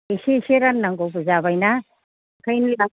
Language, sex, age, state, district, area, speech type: Bodo, female, 60+, Assam, Kokrajhar, rural, conversation